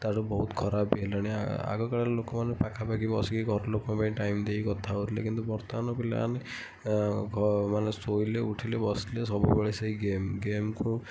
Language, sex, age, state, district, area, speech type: Odia, male, 45-60, Odisha, Kendujhar, urban, spontaneous